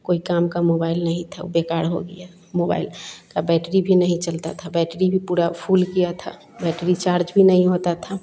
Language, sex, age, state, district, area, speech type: Hindi, female, 45-60, Bihar, Vaishali, urban, spontaneous